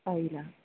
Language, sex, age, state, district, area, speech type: Malayalam, female, 18-30, Kerala, Idukki, rural, conversation